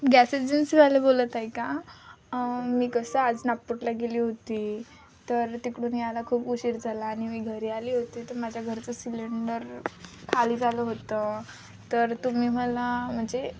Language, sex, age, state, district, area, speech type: Marathi, female, 18-30, Maharashtra, Wardha, rural, spontaneous